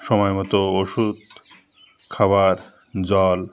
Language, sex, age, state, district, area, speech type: Bengali, male, 45-60, West Bengal, Bankura, urban, spontaneous